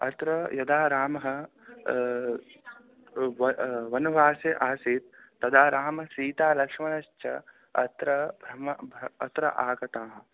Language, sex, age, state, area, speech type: Sanskrit, male, 18-30, Madhya Pradesh, rural, conversation